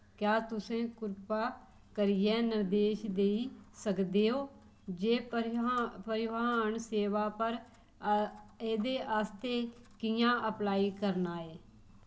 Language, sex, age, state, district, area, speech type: Dogri, female, 45-60, Jammu and Kashmir, Kathua, rural, read